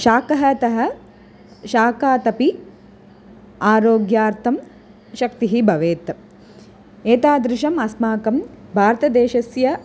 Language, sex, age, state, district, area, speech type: Sanskrit, female, 18-30, Tamil Nadu, Chennai, urban, spontaneous